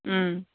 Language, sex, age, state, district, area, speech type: Bodo, female, 45-60, Assam, Baksa, rural, conversation